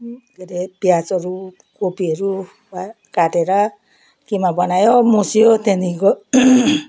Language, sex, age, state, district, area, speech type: Nepali, female, 60+, West Bengal, Jalpaiguri, rural, spontaneous